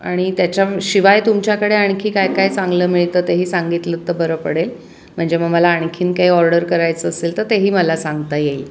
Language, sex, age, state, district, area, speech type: Marathi, female, 45-60, Maharashtra, Pune, urban, spontaneous